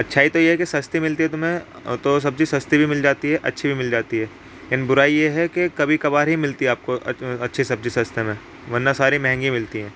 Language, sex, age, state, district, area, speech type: Urdu, male, 18-30, Uttar Pradesh, Ghaziabad, urban, spontaneous